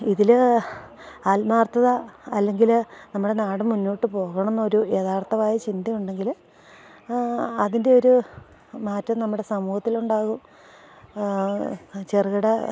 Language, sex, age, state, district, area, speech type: Malayalam, female, 45-60, Kerala, Idukki, rural, spontaneous